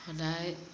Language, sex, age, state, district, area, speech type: Assamese, female, 45-60, Assam, Sivasagar, rural, spontaneous